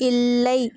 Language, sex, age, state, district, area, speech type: Tamil, female, 30-45, Tamil Nadu, Chennai, urban, read